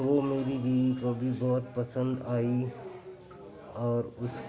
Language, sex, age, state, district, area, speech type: Urdu, male, 60+, Uttar Pradesh, Gautam Buddha Nagar, urban, spontaneous